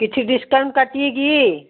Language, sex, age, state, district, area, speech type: Odia, female, 60+, Odisha, Gajapati, rural, conversation